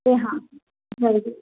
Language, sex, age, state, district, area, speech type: Sindhi, female, 18-30, Gujarat, Surat, urban, conversation